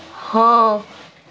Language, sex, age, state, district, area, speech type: Urdu, female, 45-60, Uttar Pradesh, Gautam Buddha Nagar, urban, read